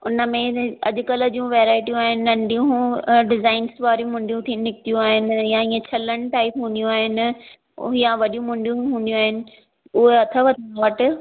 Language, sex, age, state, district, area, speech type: Sindhi, female, 30-45, Maharashtra, Thane, urban, conversation